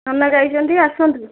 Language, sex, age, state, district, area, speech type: Odia, female, 18-30, Odisha, Dhenkanal, rural, conversation